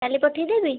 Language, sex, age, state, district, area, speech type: Odia, female, 18-30, Odisha, Kendujhar, urban, conversation